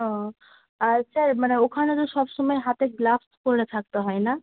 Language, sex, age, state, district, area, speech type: Bengali, female, 18-30, West Bengal, Malda, rural, conversation